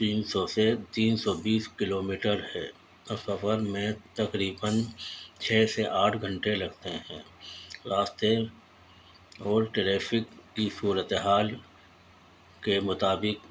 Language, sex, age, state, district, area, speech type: Urdu, male, 60+, Delhi, Central Delhi, urban, spontaneous